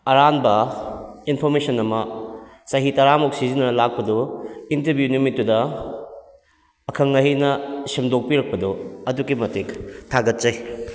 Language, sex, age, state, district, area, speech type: Manipuri, male, 45-60, Manipur, Kakching, rural, spontaneous